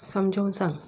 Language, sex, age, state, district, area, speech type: Marathi, female, 30-45, Maharashtra, Nagpur, urban, read